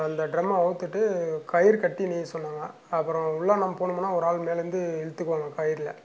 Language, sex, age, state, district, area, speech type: Tamil, male, 60+, Tamil Nadu, Dharmapuri, rural, spontaneous